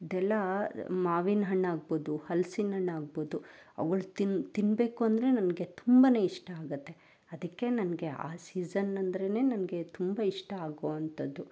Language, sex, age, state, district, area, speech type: Kannada, female, 30-45, Karnataka, Chikkaballapur, rural, spontaneous